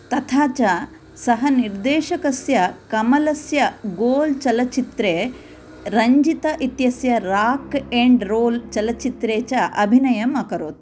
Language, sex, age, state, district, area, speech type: Sanskrit, female, 45-60, Andhra Pradesh, Kurnool, urban, read